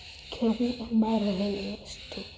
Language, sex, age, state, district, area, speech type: Gujarati, female, 18-30, Gujarat, Rajkot, urban, spontaneous